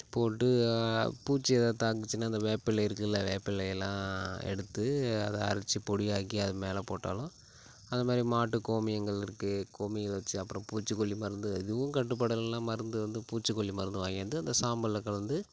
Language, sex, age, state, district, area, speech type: Tamil, male, 30-45, Tamil Nadu, Tiruchirappalli, rural, spontaneous